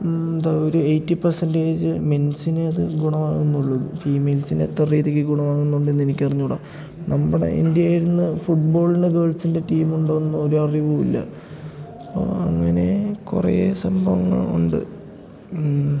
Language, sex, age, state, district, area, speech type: Malayalam, male, 18-30, Kerala, Idukki, rural, spontaneous